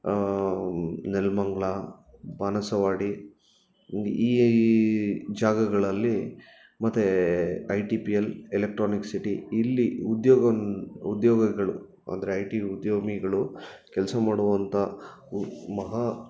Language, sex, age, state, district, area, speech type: Kannada, male, 30-45, Karnataka, Bangalore Urban, urban, spontaneous